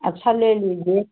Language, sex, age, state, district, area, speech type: Hindi, female, 60+, Uttar Pradesh, Chandauli, urban, conversation